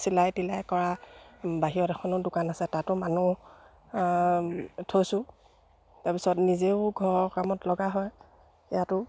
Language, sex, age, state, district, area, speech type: Assamese, female, 45-60, Assam, Dibrugarh, rural, spontaneous